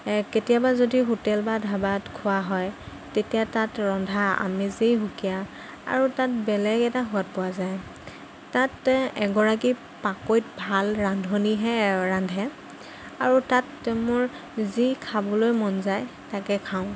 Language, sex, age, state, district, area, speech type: Assamese, female, 18-30, Assam, Lakhimpur, rural, spontaneous